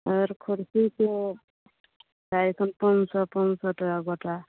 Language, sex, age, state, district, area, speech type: Maithili, female, 60+, Bihar, Araria, rural, conversation